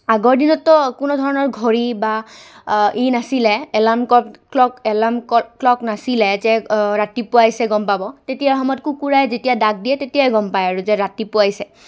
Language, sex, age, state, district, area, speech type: Assamese, female, 18-30, Assam, Goalpara, urban, spontaneous